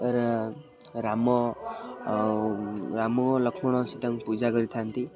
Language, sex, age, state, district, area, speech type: Odia, male, 18-30, Odisha, Kendrapara, urban, spontaneous